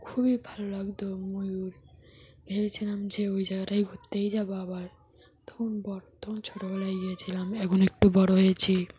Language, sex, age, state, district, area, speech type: Bengali, female, 18-30, West Bengal, Dakshin Dinajpur, urban, spontaneous